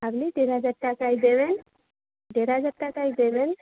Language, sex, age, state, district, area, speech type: Bengali, female, 30-45, West Bengal, Darjeeling, rural, conversation